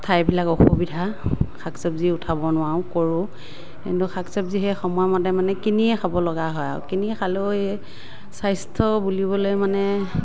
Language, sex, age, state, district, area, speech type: Assamese, female, 45-60, Assam, Morigaon, rural, spontaneous